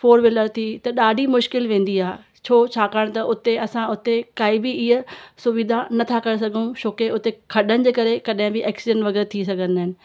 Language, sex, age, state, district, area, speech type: Sindhi, female, 30-45, Maharashtra, Thane, urban, spontaneous